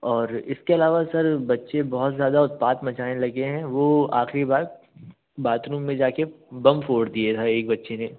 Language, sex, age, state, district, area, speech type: Hindi, male, 30-45, Madhya Pradesh, Jabalpur, urban, conversation